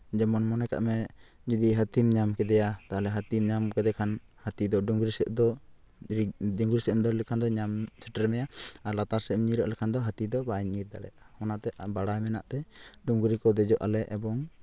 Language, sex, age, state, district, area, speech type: Santali, male, 18-30, West Bengal, Purulia, rural, spontaneous